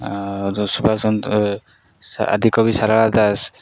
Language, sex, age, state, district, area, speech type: Odia, male, 18-30, Odisha, Jagatsinghpur, rural, spontaneous